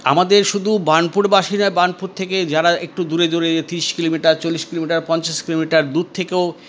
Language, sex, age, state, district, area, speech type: Bengali, male, 60+, West Bengal, Paschim Bardhaman, urban, spontaneous